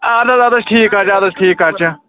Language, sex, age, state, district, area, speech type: Kashmiri, male, 18-30, Jammu and Kashmir, Budgam, rural, conversation